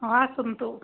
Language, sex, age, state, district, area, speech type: Odia, female, 45-60, Odisha, Angul, rural, conversation